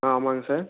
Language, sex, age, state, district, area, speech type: Tamil, male, 18-30, Tamil Nadu, Tiruchirappalli, urban, conversation